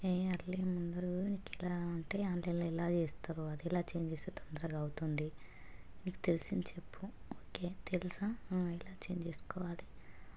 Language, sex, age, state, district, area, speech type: Telugu, female, 30-45, Telangana, Hanamkonda, rural, spontaneous